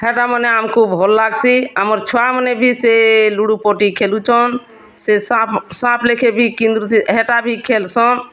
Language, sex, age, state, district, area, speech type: Odia, female, 45-60, Odisha, Bargarh, urban, spontaneous